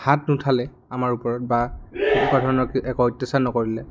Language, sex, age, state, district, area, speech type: Assamese, male, 18-30, Assam, Goalpara, urban, spontaneous